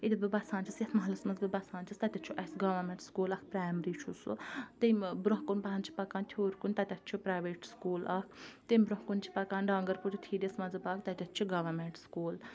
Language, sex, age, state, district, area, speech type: Kashmiri, female, 30-45, Jammu and Kashmir, Ganderbal, rural, spontaneous